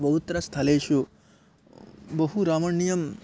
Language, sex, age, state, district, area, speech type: Sanskrit, male, 18-30, West Bengal, Paschim Medinipur, urban, spontaneous